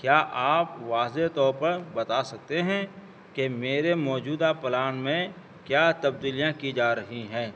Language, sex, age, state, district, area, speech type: Urdu, male, 60+, Delhi, North East Delhi, urban, spontaneous